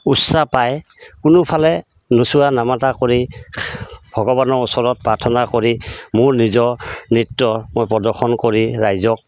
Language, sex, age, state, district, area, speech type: Assamese, male, 45-60, Assam, Goalpara, rural, spontaneous